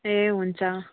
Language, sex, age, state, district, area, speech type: Nepali, female, 30-45, West Bengal, Darjeeling, rural, conversation